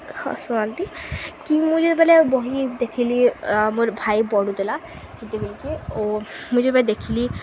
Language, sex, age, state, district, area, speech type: Odia, female, 18-30, Odisha, Subarnapur, urban, spontaneous